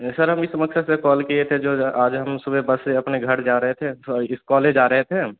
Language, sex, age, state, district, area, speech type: Hindi, male, 18-30, Bihar, Samastipur, urban, conversation